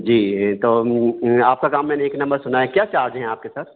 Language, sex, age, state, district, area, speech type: Hindi, male, 45-60, Madhya Pradesh, Hoshangabad, urban, conversation